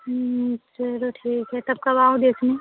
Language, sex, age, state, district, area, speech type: Hindi, female, 18-30, Uttar Pradesh, Prayagraj, rural, conversation